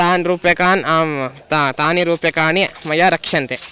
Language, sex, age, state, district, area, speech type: Sanskrit, male, 18-30, Karnataka, Bangalore Rural, urban, spontaneous